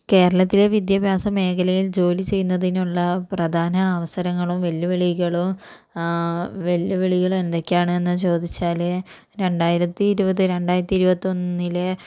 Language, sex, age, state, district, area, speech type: Malayalam, female, 45-60, Kerala, Kozhikode, urban, spontaneous